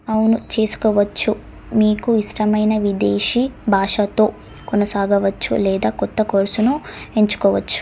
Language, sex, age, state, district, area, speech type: Telugu, female, 18-30, Telangana, Suryapet, urban, read